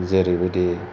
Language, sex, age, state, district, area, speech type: Bodo, male, 45-60, Assam, Chirang, rural, spontaneous